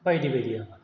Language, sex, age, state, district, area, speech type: Bodo, male, 30-45, Assam, Chirang, rural, spontaneous